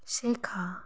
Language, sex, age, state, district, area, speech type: Bengali, female, 18-30, West Bengal, Nadia, rural, read